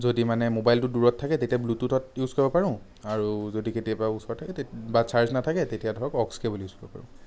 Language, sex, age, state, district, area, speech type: Assamese, male, 30-45, Assam, Sonitpur, urban, spontaneous